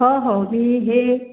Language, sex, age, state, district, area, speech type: Marathi, female, 45-60, Maharashtra, Wardha, urban, conversation